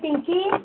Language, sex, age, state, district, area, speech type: Odia, female, 60+, Odisha, Gajapati, rural, conversation